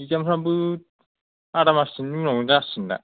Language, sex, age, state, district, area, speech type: Bodo, male, 30-45, Assam, Kokrajhar, rural, conversation